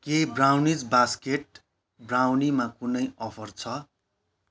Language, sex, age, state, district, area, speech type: Nepali, male, 45-60, West Bengal, Kalimpong, rural, read